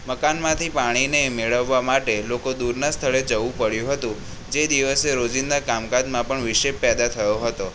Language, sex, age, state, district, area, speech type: Gujarati, male, 18-30, Gujarat, Kheda, rural, spontaneous